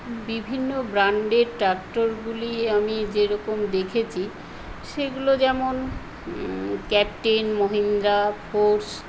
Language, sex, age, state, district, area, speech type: Bengali, female, 60+, West Bengal, Paschim Medinipur, rural, spontaneous